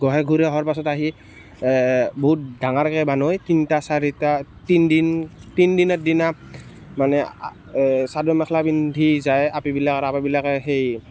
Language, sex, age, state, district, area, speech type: Assamese, male, 18-30, Assam, Biswanath, rural, spontaneous